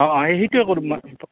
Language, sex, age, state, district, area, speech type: Assamese, male, 45-60, Assam, Goalpara, urban, conversation